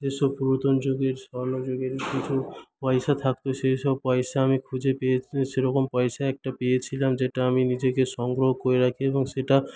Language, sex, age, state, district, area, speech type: Bengali, male, 18-30, West Bengal, Paschim Medinipur, rural, spontaneous